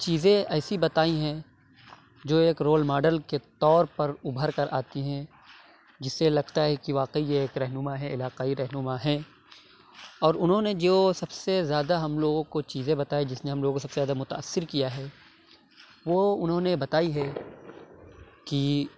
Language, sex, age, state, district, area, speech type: Urdu, male, 30-45, Uttar Pradesh, Lucknow, rural, spontaneous